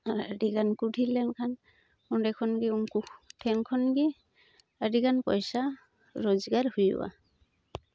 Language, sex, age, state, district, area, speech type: Santali, female, 30-45, West Bengal, Uttar Dinajpur, rural, spontaneous